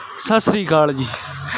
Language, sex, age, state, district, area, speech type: Punjabi, male, 18-30, Punjab, Barnala, rural, spontaneous